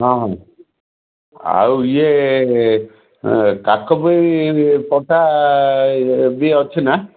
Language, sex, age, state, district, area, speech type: Odia, male, 60+, Odisha, Gajapati, rural, conversation